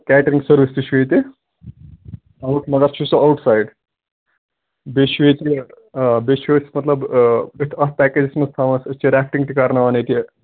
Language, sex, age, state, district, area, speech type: Kashmiri, male, 18-30, Jammu and Kashmir, Ganderbal, rural, conversation